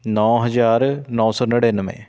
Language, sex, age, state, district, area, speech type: Punjabi, male, 30-45, Punjab, Shaheed Bhagat Singh Nagar, rural, spontaneous